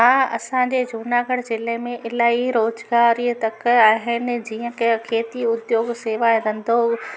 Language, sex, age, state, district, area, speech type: Sindhi, female, 45-60, Gujarat, Junagadh, urban, spontaneous